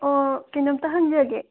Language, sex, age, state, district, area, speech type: Manipuri, female, 30-45, Manipur, Senapati, rural, conversation